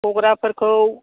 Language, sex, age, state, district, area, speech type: Bodo, female, 60+, Assam, Chirang, rural, conversation